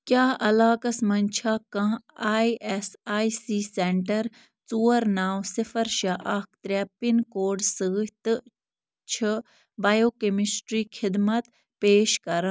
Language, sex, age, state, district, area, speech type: Kashmiri, female, 18-30, Jammu and Kashmir, Ganderbal, rural, read